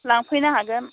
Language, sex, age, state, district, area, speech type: Bodo, female, 60+, Assam, Chirang, rural, conversation